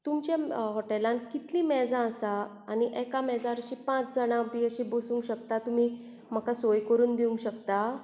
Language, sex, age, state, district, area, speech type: Goan Konkani, female, 45-60, Goa, Bardez, urban, spontaneous